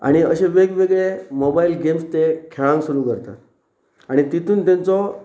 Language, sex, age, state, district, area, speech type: Goan Konkani, male, 45-60, Goa, Pernem, rural, spontaneous